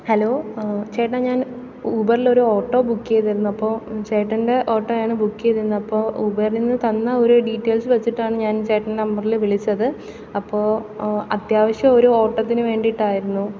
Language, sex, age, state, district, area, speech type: Malayalam, female, 18-30, Kerala, Thiruvananthapuram, urban, spontaneous